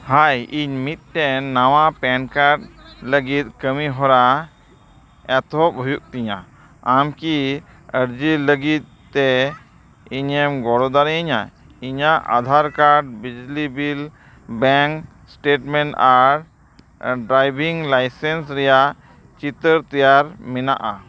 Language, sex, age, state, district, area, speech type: Santali, male, 30-45, West Bengal, Dakshin Dinajpur, rural, read